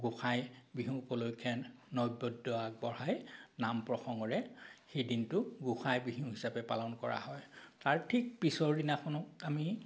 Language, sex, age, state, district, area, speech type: Assamese, male, 45-60, Assam, Biswanath, rural, spontaneous